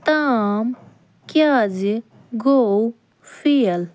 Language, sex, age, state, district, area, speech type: Kashmiri, female, 18-30, Jammu and Kashmir, Ganderbal, rural, read